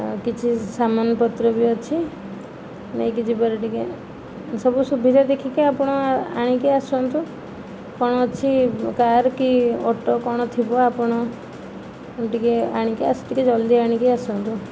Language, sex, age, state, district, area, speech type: Odia, female, 30-45, Odisha, Nayagarh, rural, spontaneous